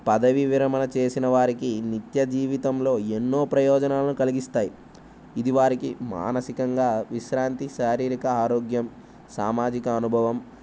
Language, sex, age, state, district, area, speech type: Telugu, male, 18-30, Telangana, Jayashankar, urban, spontaneous